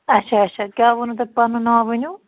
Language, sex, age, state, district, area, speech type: Kashmiri, female, 30-45, Jammu and Kashmir, Budgam, rural, conversation